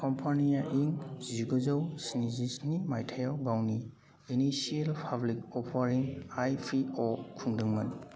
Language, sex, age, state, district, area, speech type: Bodo, male, 18-30, Assam, Kokrajhar, rural, read